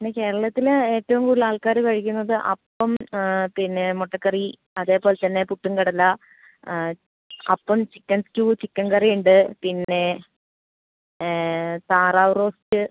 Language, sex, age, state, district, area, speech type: Malayalam, female, 60+, Kerala, Kozhikode, rural, conversation